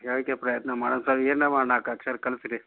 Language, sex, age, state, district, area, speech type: Kannada, male, 45-60, Karnataka, Gulbarga, urban, conversation